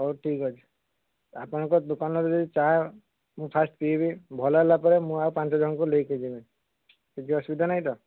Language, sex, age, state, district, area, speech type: Odia, male, 30-45, Odisha, Balasore, rural, conversation